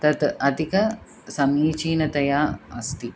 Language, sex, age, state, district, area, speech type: Sanskrit, female, 30-45, Tamil Nadu, Chennai, urban, spontaneous